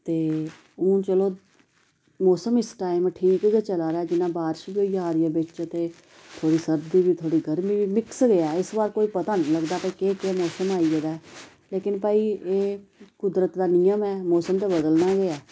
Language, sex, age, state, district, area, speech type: Dogri, female, 30-45, Jammu and Kashmir, Samba, urban, spontaneous